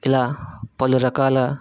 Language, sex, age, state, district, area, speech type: Telugu, male, 18-30, Andhra Pradesh, Vizianagaram, rural, spontaneous